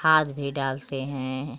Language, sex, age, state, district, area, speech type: Hindi, female, 60+, Uttar Pradesh, Ghazipur, rural, spontaneous